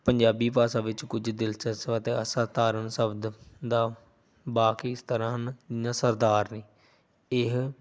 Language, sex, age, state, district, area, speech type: Punjabi, male, 30-45, Punjab, Pathankot, rural, spontaneous